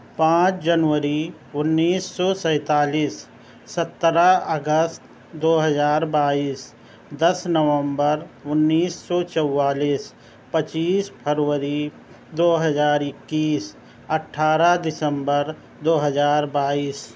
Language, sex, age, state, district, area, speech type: Urdu, male, 30-45, Delhi, South Delhi, urban, spontaneous